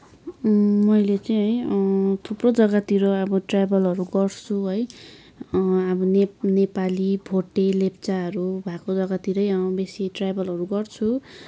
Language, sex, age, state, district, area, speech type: Nepali, female, 18-30, West Bengal, Kalimpong, rural, spontaneous